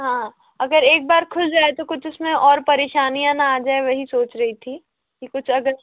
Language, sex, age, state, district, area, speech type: Hindi, female, 18-30, Madhya Pradesh, Bhopal, urban, conversation